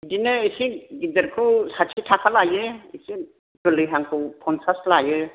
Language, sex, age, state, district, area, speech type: Bodo, female, 60+, Assam, Chirang, rural, conversation